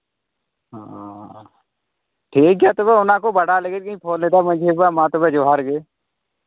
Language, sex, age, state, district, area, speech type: Santali, male, 30-45, Jharkhand, Pakur, rural, conversation